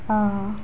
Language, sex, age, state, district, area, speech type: Assamese, female, 30-45, Assam, Nalbari, rural, spontaneous